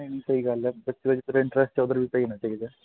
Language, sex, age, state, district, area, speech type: Punjabi, male, 18-30, Punjab, Fazilka, rural, conversation